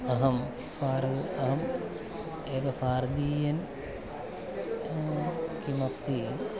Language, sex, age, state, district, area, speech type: Sanskrit, male, 30-45, Kerala, Thiruvananthapuram, urban, spontaneous